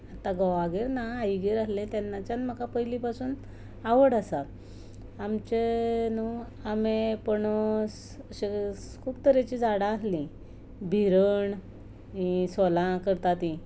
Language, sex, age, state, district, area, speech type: Goan Konkani, female, 45-60, Goa, Ponda, rural, spontaneous